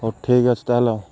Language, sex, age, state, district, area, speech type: Odia, male, 18-30, Odisha, Ganjam, urban, spontaneous